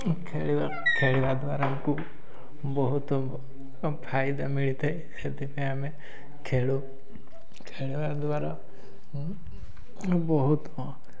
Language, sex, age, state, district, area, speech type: Odia, male, 18-30, Odisha, Mayurbhanj, rural, spontaneous